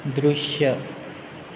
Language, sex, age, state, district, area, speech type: Goan Konkani, male, 18-30, Goa, Quepem, rural, read